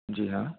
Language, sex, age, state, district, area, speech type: Hindi, male, 30-45, Bihar, Vaishali, rural, conversation